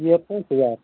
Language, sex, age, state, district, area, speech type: Hindi, male, 18-30, Uttar Pradesh, Mau, rural, conversation